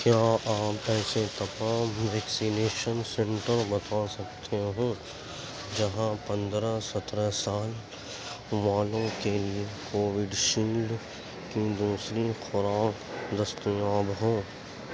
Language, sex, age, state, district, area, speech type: Urdu, male, 18-30, Uttar Pradesh, Gautam Buddha Nagar, rural, read